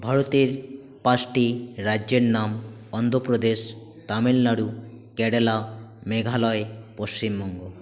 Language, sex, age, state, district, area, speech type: Bengali, male, 18-30, West Bengal, Jalpaiguri, rural, spontaneous